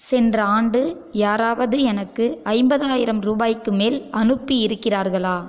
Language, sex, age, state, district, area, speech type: Tamil, female, 18-30, Tamil Nadu, Viluppuram, urban, read